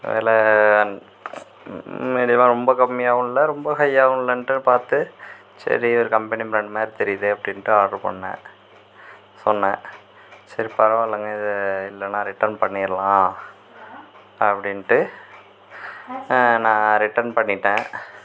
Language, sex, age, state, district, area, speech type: Tamil, male, 18-30, Tamil Nadu, Perambalur, rural, spontaneous